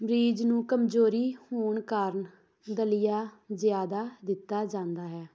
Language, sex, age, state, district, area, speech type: Punjabi, female, 18-30, Punjab, Tarn Taran, rural, spontaneous